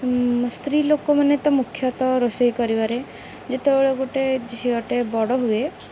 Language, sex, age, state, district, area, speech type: Odia, female, 18-30, Odisha, Jagatsinghpur, urban, spontaneous